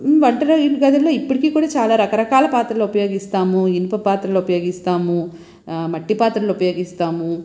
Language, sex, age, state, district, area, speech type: Telugu, female, 30-45, Andhra Pradesh, Visakhapatnam, urban, spontaneous